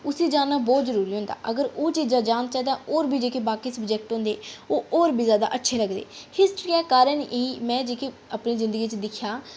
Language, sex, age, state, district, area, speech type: Dogri, female, 30-45, Jammu and Kashmir, Udhampur, urban, spontaneous